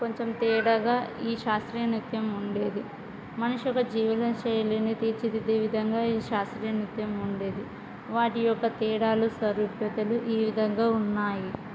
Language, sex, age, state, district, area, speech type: Telugu, female, 30-45, Andhra Pradesh, Kurnool, rural, spontaneous